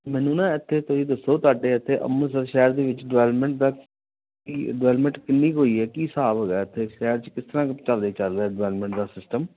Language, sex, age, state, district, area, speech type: Punjabi, male, 30-45, Punjab, Amritsar, urban, conversation